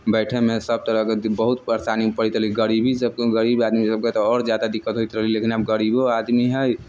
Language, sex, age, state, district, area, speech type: Maithili, male, 45-60, Bihar, Sitamarhi, rural, spontaneous